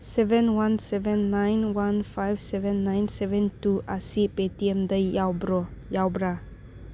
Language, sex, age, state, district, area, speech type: Manipuri, female, 30-45, Manipur, Churachandpur, rural, read